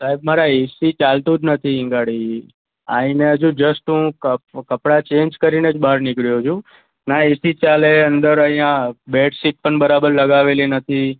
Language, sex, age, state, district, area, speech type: Gujarati, male, 45-60, Gujarat, Surat, rural, conversation